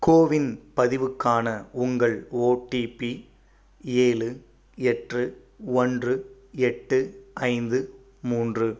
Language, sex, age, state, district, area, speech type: Tamil, male, 30-45, Tamil Nadu, Pudukkottai, rural, read